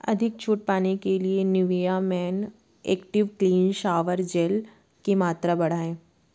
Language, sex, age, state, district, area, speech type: Hindi, female, 30-45, Madhya Pradesh, Jabalpur, urban, read